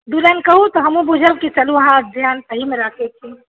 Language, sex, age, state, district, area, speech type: Maithili, female, 30-45, Bihar, Madhubani, rural, conversation